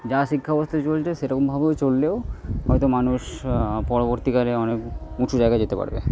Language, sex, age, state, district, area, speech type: Bengali, male, 18-30, West Bengal, Purba Bardhaman, rural, spontaneous